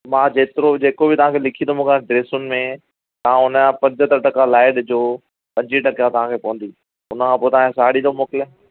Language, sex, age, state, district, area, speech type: Sindhi, male, 30-45, Maharashtra, Thane, urban, conversation